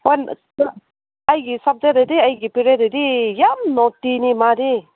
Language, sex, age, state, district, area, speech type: Manipuri, female, 30-45, Manipur, Senapati, rural, conversation